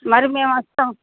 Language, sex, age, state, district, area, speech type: Telugu, female, 45-60, Andhra Pradesh, Bapatla, urban, conversation